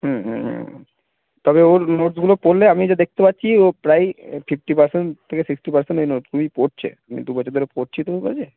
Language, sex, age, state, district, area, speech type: Bengali, male, 18-30, West Bengal, Cooch Behar, urban, conversation